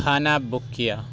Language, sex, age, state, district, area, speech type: Urdu, male, 30-45, Uttar Pradesh, Lucknow, rural, spontaneous